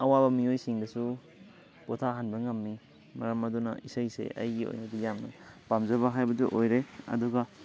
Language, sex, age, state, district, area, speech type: Manipuri, male, 18-30, Manipur, Thoubal, rural, spontaneous